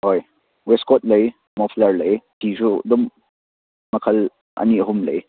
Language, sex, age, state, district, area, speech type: Manipuri, male, 18-30, Manipur, Churachandpur, rural, conversation